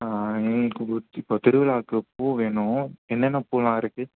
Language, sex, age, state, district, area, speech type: Tamil, male, 18-30, Tamil Nadu, Chennai, urban, conversation